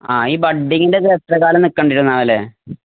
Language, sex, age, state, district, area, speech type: Malayalam, male, 18-30, Kerala, Malappuram, rural, conversation